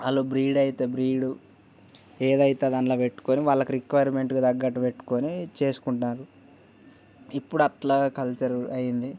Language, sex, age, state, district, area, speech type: Telugu, male, 18-30, Telangana, Nirmal, rural, spontaneous